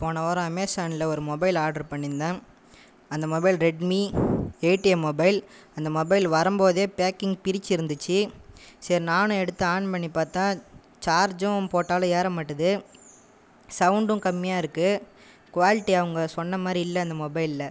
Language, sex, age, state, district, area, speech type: Tamil, male, 18-30, Tamil Nadu, Cuddalore, rural, spontaneous